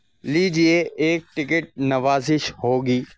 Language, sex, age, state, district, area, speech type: Urdu, male, 18-30, Uttar Pradesh, Saharanpur, urban, read